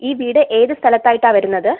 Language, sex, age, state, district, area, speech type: Malayalam, female, 18-30, Kerala, Thiruvananthapuram, urban, conversation